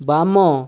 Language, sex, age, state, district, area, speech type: Odia, male, 18-30, Odisha, Balasore, rural, read